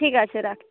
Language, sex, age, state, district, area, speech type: Bengali, female, 30-45, West Bengal, Nadia, rural, conversation